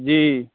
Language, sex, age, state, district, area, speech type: Maithili, female, 60+, Bihar, Madhubani, urban, conversation